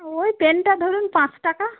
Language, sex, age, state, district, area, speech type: Bengali, female, 30-45, West Bengal, Darjeeling, rural, conversation